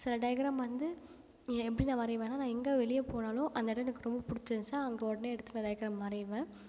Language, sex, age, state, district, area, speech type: Tamil, female, 30-45, Tamil Nadu, Ariyalur, rural, spontaneous